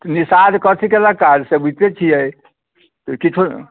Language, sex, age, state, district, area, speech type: Maithili, male, 60+, Bihar, Muzaffarpur, urban, conversation